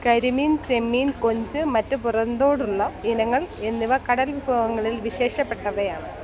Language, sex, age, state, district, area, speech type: Malayalam, female, 30-45, Kerala, Kollam, rural, read